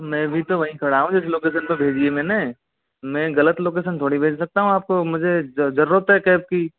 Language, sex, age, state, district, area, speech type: Hindi, male, 18-30, Rajasthan, Karauli, rural, conversation